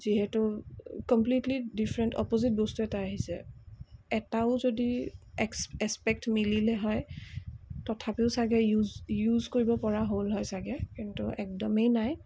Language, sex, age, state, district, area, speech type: Assamese, female, 45-60, Assam, Darrang, urban, spontaneous